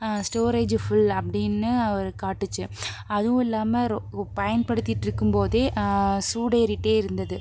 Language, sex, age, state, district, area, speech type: Tamil, female, 18-30, Tamil Nadu, Pudukkottai, rural, spontaneous